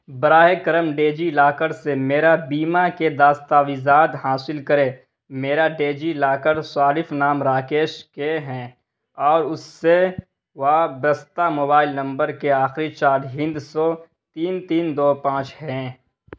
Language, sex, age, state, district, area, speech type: Urdu, male, 30-45, Bihar, Darbhanga, rural, read